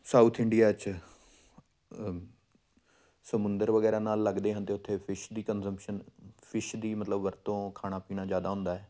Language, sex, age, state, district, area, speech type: Punjabi, male, 30-45, Punjab, Amritsar, urban, spontaneous